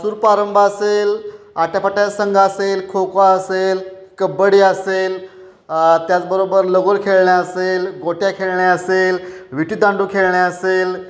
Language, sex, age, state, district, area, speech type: Marathi, male, 30-45, Maharashtra, Satara, urban, spontaneous